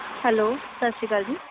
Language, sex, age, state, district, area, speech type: Punjabi, female, 18-30, Punjab, Shaheed Bhagat Singh Nagar, urban, conversation